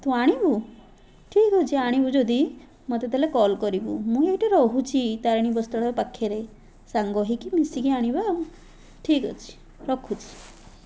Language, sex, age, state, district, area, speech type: Odia, female, 30-45, Odisha, Puri, urban, spontaneous